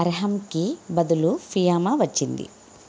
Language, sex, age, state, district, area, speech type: Telugu, female, 60+, Andhra Pradesh, Konaseema, rural, read